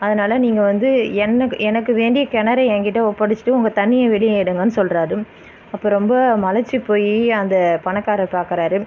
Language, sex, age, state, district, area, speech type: Tamil, female, 30-45, Tamil Nadu, Viluppuram, urban, spontaneous